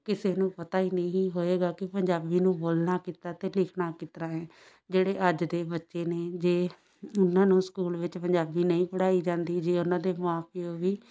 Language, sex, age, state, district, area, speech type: Punjabi, female, 60+, Punjab, Shaheed Bhagat Singh Nagar, rural, spontaneous